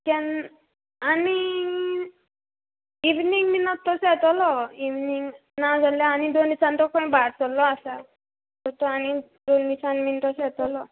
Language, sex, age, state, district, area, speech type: Goan Konkani, female, 18-30, Goa, Quepem, rural, conversation